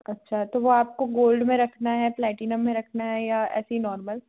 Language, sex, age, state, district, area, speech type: Hindi, female, 30-45, Madhya Pradesh, Jabalpur, urban, conversation